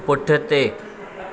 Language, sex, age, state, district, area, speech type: Sindhi, male, 30-45, Maharashtra, Thane, urban, read